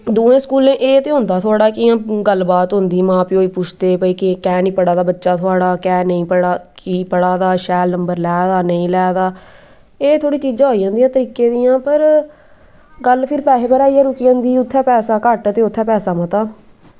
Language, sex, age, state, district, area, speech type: Dogri, female, 18-30, Jammu and Kashmir, Samba, rural, spontaneous